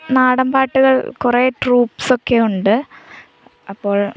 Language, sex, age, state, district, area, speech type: Malayalam, female, 18-30, Kerala, Kottayam, rural, spontaneous